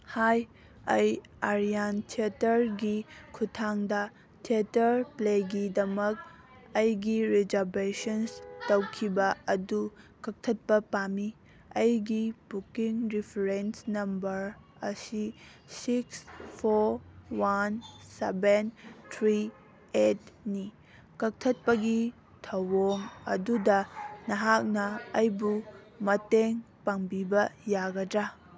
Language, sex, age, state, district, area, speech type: Manipuri, female, 18-30, Manipur, Kangpokpi, urban, read